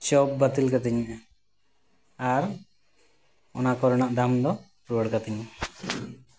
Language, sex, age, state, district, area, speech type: Santali, male, 30-45, West Bengal, Purulia, rural, spontaneous